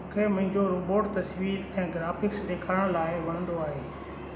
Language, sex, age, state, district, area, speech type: Sindhi, male, 45-60, Rajasthan, Ajmer, urban, read